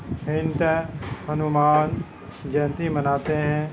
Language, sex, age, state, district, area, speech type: Urdu, male, 30-45, Uttar Pradesh, Gautam Buddha Nagar, urban, spontaneous